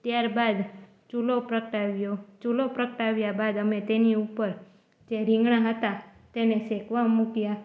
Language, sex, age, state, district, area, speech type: Gujarati, female, 18-30, Gujarat, Junagadh, rural, spontaneous